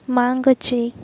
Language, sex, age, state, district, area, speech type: Marathi, female, 18-30, Maharashtra, Wardha, rural, read